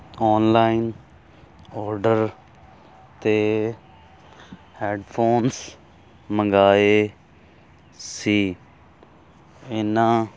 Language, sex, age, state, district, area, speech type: Punjabi, male, 18-30, Punjab, Fazilka, rural, spontaneous